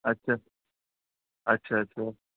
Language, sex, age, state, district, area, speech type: Urdu, male, 45-60, Uttar Pradesh, Rampur, urban, conversation